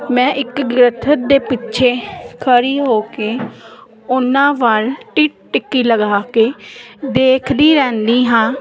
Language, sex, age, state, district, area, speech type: Punjabi, female, 30-45, Punjab, Jalandhar, urban, spontaneous